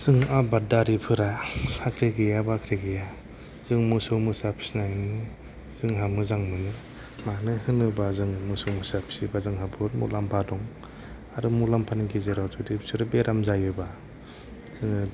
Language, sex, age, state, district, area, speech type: Bodo, male, 30-45, Assam, Kokrajhar, rural, spontaneous